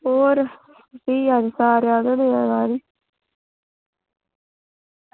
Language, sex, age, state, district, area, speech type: Dogri, female, 18-30, Jammu and Kashmir, Reasi, rural, conversation